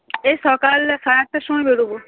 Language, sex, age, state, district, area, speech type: Bengali, female, 30-45, West Bengal, Cooch Behar, urban, conversation